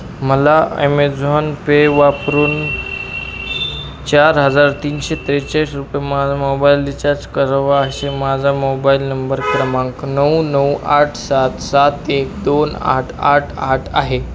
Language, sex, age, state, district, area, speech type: Marathi, male, 18-30, Maharashtra, Osmanabad, rural, read